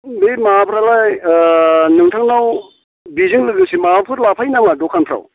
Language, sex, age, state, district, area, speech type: Bodo, male, 45-60, Assam, Chirang, rural, conversation